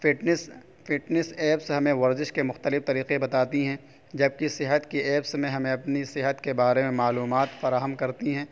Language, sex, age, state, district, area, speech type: Urdu, male, 18-30, Uttar Pradesh, Saharanpur, urban, spontaneous